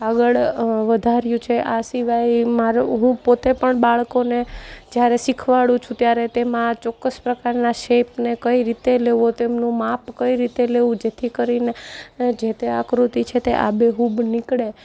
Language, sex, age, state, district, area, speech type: Gujarati, female, 30-45, Gujarat, Junagadh, urban, spontaneous